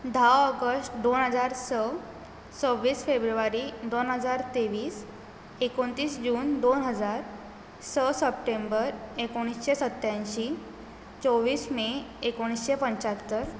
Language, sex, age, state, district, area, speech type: Goan Konkani, female, 18-30, Goa, Bardez, rural, spontaneous